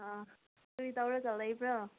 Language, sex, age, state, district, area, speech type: Manipuri, female, 18-30, Manipur, Senapati, rural, conversation